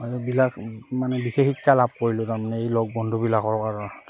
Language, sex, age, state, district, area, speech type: Assamese, male, 30-45, Assam, Udalguri, rural, spontaneous